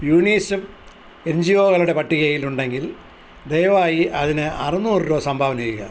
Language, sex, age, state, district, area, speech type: Malayalam, male, 60+, Kerala, Thiruvananthapuram, urban, read